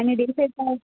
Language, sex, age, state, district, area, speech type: Telugu, female, 45-60, Andhra Pradesh, Vizianagaram, rural, conversation